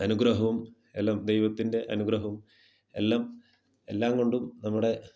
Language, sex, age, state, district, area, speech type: Malayalam, male, 30-45, Kerala, Kasaragod, rural, spontaneous